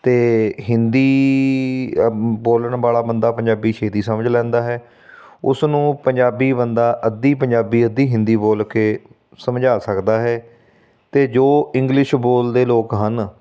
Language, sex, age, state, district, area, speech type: Punjabi, male, 30-45, Punjab, Fatehgarh Sahib, urban, spontaneous